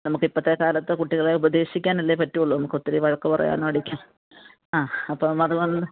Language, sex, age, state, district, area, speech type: Malayalam, female, 45-60, Kerala, Alappuzha, rural, conversation